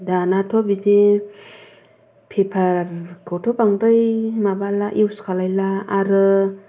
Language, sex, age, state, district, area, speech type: Bodo, female, 30-45, Assam, Kokrajhar, urban, spontaneous